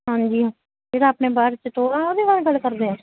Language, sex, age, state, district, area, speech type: Punjabi, female, 30-45, Punjab, Muktsar, urban, conversation